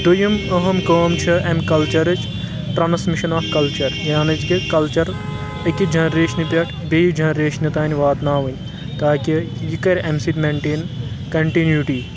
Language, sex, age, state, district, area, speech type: Kashmiri, male, 18-30, Jammu and Kashmir, Anantnag, rural, spontaneous